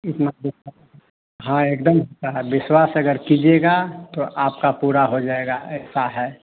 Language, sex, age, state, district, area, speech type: Hindi, male, 30-45, Bihar, Madhepura, rural, conversation